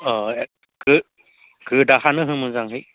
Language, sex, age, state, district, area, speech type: Bodo, male, 30-45, Assam, Udalguri, rural, conversation